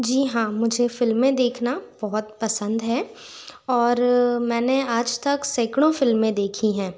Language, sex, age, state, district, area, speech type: Hindi, female, 30-45, Madhya Pradesh, Bhopal, urban, spontaneous